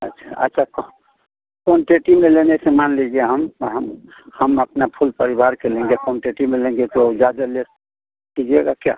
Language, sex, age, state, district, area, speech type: Hindi, male, 60+, Bihar, Madhepura, rural, conversation